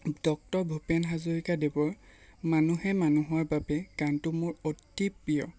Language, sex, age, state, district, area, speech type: Assamese, male, 30-45, Assam, Lakhimpur, rural, spontaneous